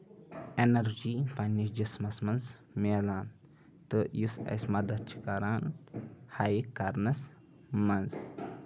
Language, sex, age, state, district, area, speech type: Kashmiri, male, 18-30, Jammu and Kashmir, Ganderbal, rural, spontaneous